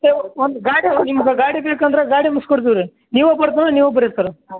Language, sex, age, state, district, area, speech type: Kannada, male, 18-30, Karnataka, Bellary, urban, conversation